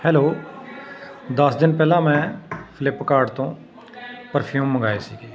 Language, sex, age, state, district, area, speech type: Punjabi, male, 30-45, Punjab, Patiala, urban, spontaneous